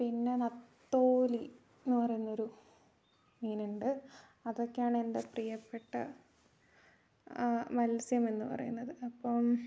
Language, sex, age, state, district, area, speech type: Malayalam, female, 18-30, Kerala, Wayanad, rural, spontaneous